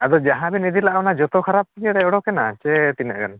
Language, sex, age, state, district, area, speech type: Santali, male, 45-60, Odisha, Mayurbhanj, rural, conversation